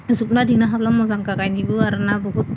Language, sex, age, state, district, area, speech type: Bodo, female, 30-45, Assam, Goalpara, rural, spontaneous